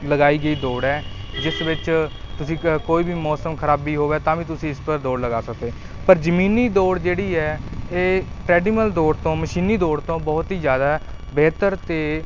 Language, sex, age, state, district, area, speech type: Punjabi, male, 30-45, Punjab, Kapurthala, urban, spontaneous